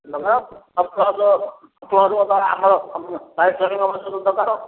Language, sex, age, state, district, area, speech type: Odia, male, 60+, Odisha, Gajapati, rural, conversation